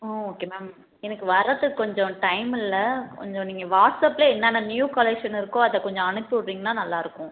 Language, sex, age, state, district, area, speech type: Tamil, female, 30-45, Tamil Nadu, Tiruchirappalli, rural, conversation